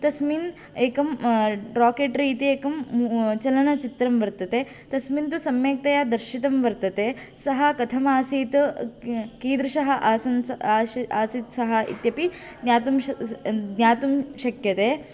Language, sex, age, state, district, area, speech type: Sanskrit, female, 18-30, Karnataka, Haveri, rural, spontaneous